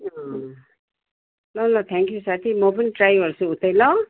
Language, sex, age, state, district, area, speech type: Nepali, female, 60+, West Bengal, Kalimpong, rural, conversation